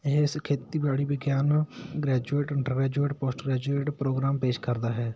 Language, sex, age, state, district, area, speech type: Punjabi, male, 18-30, Punjab, Patiala, urban, spontaneous